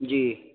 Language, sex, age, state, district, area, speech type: Urdu, male, 18-30, Delhi, South Delhi, rural, conversation